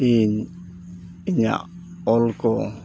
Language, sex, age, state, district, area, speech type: Santali, male, 45-60, Odisha, Mayurbhanj, rural, spontaneous